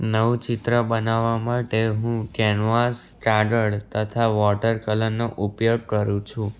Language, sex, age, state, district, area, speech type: Gujarati, male, 18-30, Gujarat, Anand, rural, spontaneous